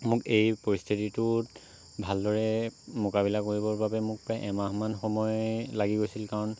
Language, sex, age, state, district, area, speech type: Assamese, male, 18-30, Assam, Lakhimpur, rural, spontaneous